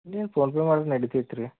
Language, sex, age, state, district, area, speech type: Kannada, male, 30-45, Karnataka, Belgaum, rural, conversation